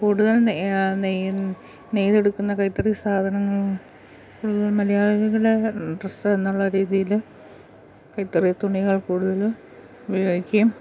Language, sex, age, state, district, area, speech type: Malayalam, female, 45-60, Kerala, Pathanamthitta, rural, spontaneous